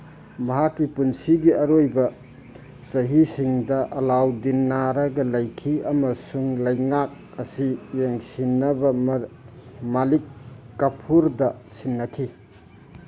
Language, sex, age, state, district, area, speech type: Manipuri, male, 45-60, Manipur, Churachandpur, rural, read